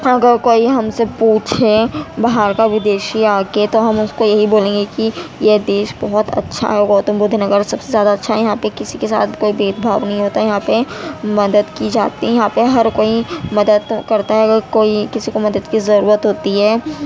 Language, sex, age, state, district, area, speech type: Urdu, female, 18-30, Uttar Pradesh, Gautam Buddha Nagar, rural, spontaneous